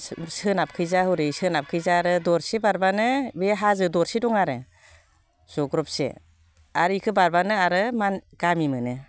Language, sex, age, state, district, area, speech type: Bodo, female, 30-45, Assam, Baksa, rural, spontaneous